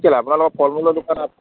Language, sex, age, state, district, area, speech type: Assamese, male, 30-45, Assam, Golaghat, rural, conversation